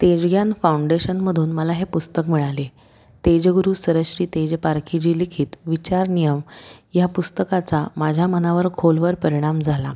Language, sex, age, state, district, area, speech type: Marathi, female, 30-45, Maharashtra, Pune, urban, spontaneous